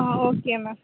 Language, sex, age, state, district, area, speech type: Tamil, female, 30-45, Tamil Nadu, Chennai, urban, conversation